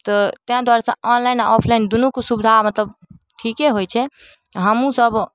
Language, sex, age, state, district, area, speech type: Maithili, female, 18-30, Bihar, Darbhanga, rural, spontaneous